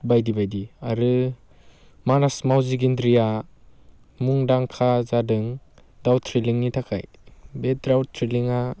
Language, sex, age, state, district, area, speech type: Bodo, male, 18-30, Assam, Baksa, rural, spontaneous